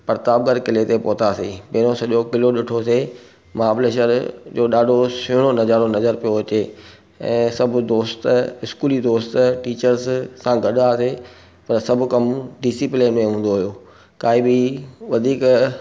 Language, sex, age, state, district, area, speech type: Sindhi, male, 45-60, Maharashtra, Thane, urban, spontaneous